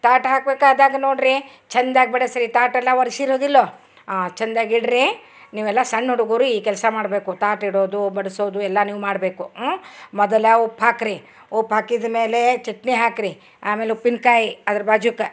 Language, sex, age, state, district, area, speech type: Kannada, female, 60+, Karnataka, Dharwad, rural, spontaneous